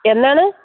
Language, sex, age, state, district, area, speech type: Malayalam, female, 45-60, Kerala, Thiruvananthapuram, urban, conversation